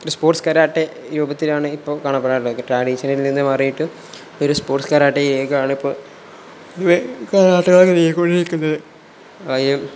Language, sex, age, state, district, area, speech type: Malayalam, male, 18-30, Kerala, Malappuram, rural, spontaneous